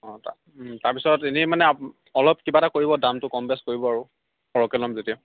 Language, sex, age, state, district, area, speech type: Assamese, male, 30-45, Assam, Nagaon, rural, conversation